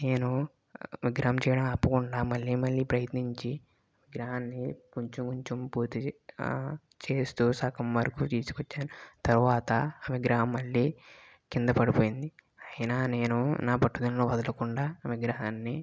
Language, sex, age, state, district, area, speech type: Telugu, female, 18-30, Andhra Pradesh, West Godavari, rural, spontaneous